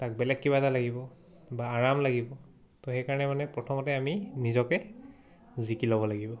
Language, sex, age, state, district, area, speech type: Assamese, male, 18-30, Assam, Charaideo, urban, spontaneous